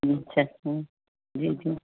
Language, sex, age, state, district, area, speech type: Sindhi, female, 60+, Rajasthan, Ajmer, urban, conversation